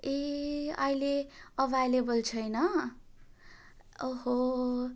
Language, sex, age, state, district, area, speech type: Nepali, female, 18-30, West Bengal, Jalpaiguri, rural, spontaneous